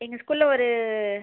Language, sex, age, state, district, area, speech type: Tamil, female, 30-45, Tamil Nadu, Viluppuram, urban, conversation